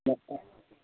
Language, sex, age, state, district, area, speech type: Odia, male, 18-30, Odisha, Kendujhar, urban, conversation